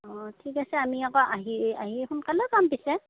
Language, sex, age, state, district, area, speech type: Assamese, female, 60+, Assam, Darrang, rural, conversation